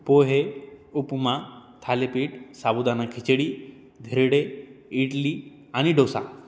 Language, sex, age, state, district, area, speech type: Marathi, male, 18-30, Maharashtra, Jalna, urban, spontaneous